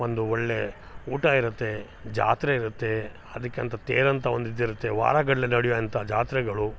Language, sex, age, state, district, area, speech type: Kannada, male, 45-60, Karnataka, Chikkamagaluru, rural, spontaneous